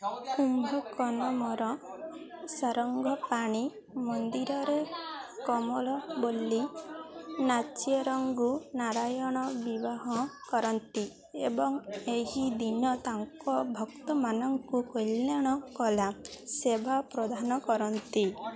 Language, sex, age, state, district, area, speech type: Odia, female, 18-30, Odisha, Malkangiri, urban, read